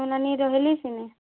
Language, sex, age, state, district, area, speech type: Odia, female, 18-30, Odisha, Bargarh, urban, conversation